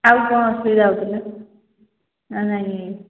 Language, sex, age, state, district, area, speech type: Odia, female, 45-60, Odisha, Angul, rural, conversation